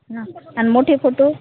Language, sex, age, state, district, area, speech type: Marathi, female, 30-45, Maharashtra, Hingoli, urban, conversation